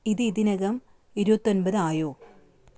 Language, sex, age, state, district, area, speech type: Malayalam, female, 30-45, Kerala, Kasaragod, rural, read